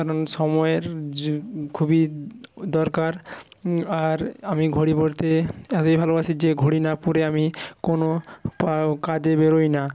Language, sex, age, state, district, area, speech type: Bengali, male, 60+, West Bengal, Jhargram, rural, spontaneous